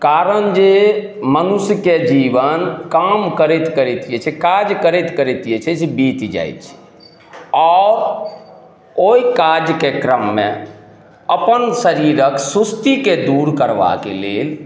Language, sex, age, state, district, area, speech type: Maithili, male, 45-60, Bihar, Madhubani, rural, spontaneous